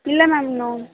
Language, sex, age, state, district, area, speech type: Tamil, female, 18-30, Tamil Nadu, Thanjavur, urban, conversation